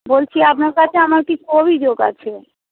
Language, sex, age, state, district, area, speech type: Bengali, female, 45-60, West Bengal, Hooghly, rural, conversation